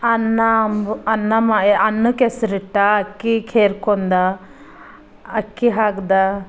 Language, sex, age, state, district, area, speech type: Kannada, female, 45-60, Karnataka, Bidar, rural, spontaneous